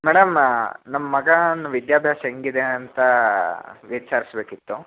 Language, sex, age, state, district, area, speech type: Kannada, male, 18-30, Karnataka, Chitradurga, urban, conversation